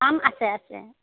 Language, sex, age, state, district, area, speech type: Assamese, female, 60+, Assam, Darrang, rural, conversation